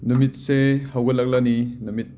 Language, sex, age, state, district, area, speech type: Manipuri, male, 18-30, Manipur, Imphal West, rural, spontaneous